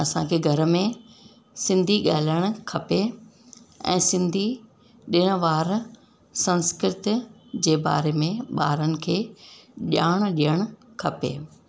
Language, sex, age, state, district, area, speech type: Sindhi, female, 45-60, Rajasthan, Ajmer, urban, spontaneous